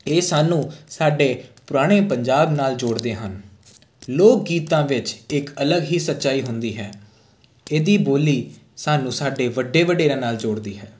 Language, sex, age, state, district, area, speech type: Punjabi, male, 18-30, Punjab, Jalandhar, urban, spontaneous